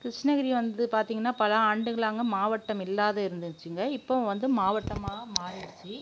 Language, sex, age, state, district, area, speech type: Tamil, female, 45-60, Tamil Nadu, Krishnagiri, rural, spontaneous